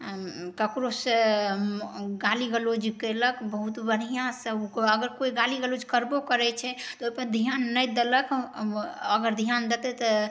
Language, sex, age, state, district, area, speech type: Maithili, female, 18-30, Bihar, Saharsa, urban, spontaneous